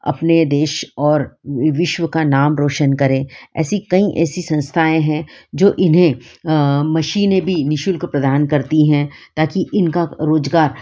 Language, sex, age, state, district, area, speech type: Hindi, female, 45-60, Madhya Pradesh, Ujjain, urban, spontaneous